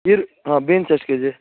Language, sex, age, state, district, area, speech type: Kannada, male, 18-30, Karnataka, Shimoga, rural, conversation